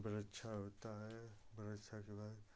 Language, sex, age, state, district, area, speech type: Hindi, male, 30-45, Uttar Pradesh, Ghazipur, rural, spontaneous